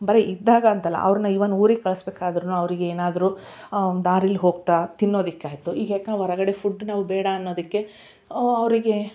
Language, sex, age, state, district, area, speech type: Kannada, female, 30-45, Karnataka, Koppal, rural, spontaneous